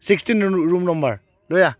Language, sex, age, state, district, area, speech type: Assamese, male, 45-60, Assam, Kamrup Metropolitan, urban, spontaneous